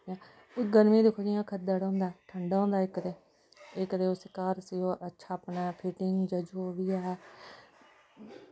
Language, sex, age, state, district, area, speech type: Dogri, female, 30-45, Jammu and Kashmir, Samba, urban, spontaneous